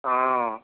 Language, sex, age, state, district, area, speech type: Assamese, male, 60+, Assam, Golaghat, urban, conversation